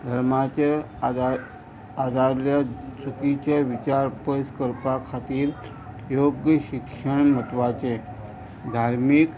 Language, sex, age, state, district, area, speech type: Goan Konkani, male, 45-60, Goa, Murmgao, rural, spontaneous